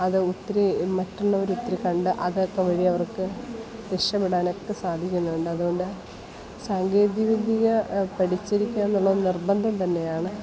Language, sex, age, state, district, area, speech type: Malayalam, female, 30-45, Kerala, Kollam, rural, spontaneous